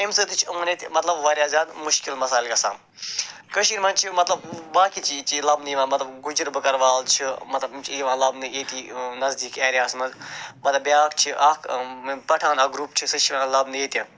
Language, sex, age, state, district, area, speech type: Kashmiri, male, 45-60, Jammu and Kashmir, Budgam, rural, spontaneous